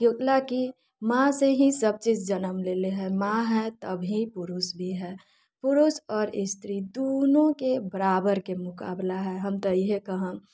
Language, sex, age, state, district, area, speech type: Maithili, female, 18-30, Bihar, Muzaffarpur, rural, spontaneous